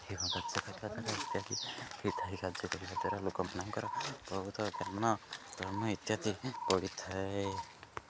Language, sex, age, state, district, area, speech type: Odia, male, 18-30, Odisha, Jagatsinghpur, rural, spontaneous